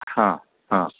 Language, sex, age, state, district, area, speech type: Marathi, male, 60+, Maharashtra, Kolhapur, urban, conversation